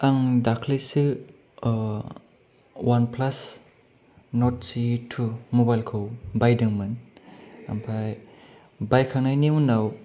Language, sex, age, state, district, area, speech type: Bodo, male, 18-30, Assam, Kokrajhar, rural, spontaneous